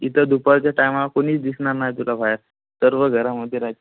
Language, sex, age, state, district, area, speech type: Marathi, male, 18-30, Maharashtra, Washim, urban, conversation